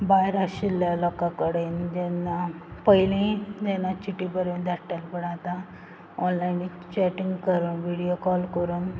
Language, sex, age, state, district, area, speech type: Goan Konkani, female, 18-30, Goa, Quepem, rural, spontaneous